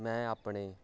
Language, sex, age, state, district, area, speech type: Punjabi, male, 30-45, Punjab, Hoshiarpur, rural, spontaneous